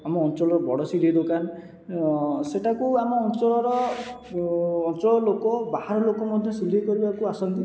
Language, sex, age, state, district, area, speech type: Odia, male, 18-30, Odisha, Jajpur, rural, spontaneous